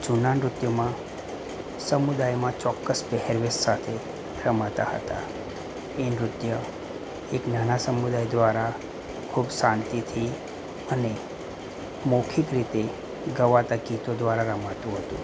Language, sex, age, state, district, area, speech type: Gujarati, male, 30-45, Gujarat, Anand, rural, spontaneous